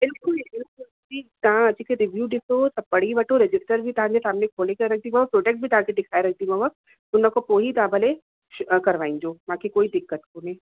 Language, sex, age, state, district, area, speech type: Sindhi, female, 30-45, Uttar Pradesh, Lucknow, urban, conversation